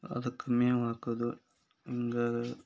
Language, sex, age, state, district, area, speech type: Kannada, male, 30-45, Karnataka, Gadag, rural, spontaneous